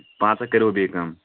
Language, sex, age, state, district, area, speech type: Kashmiri, male, 18-30, Jammu and Kashmir, Kulgam, rural, conversation